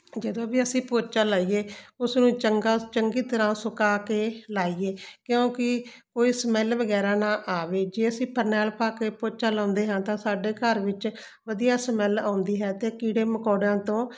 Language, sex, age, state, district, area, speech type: Punjabi, female, 60+, Punjab, Barnala, rural, spontaneous